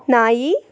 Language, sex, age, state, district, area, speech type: Kannada, female, 30-45, Karnataka, Mandya, rural, read